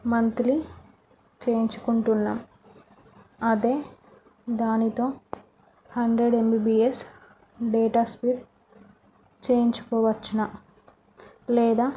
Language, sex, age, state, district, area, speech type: Telugu, female, 30-45, Telangana, Karimnagar, rural, spontaneous